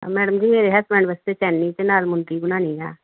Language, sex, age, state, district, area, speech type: Punjabi, female, 30-45, Punjab, Pathankot, rural, conversation